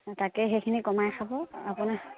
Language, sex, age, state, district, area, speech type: Assamese, female, 45-60, Assam, Dibrugarh, rural, conversation